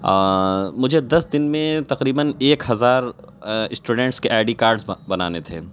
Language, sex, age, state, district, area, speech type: Urdu, male, 30-45, Uttar Pradesh, Lucknow, urban, spontaneous